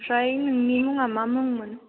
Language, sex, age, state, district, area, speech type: Bodo, female, 18-30, Assam, Chirang, urban, conversation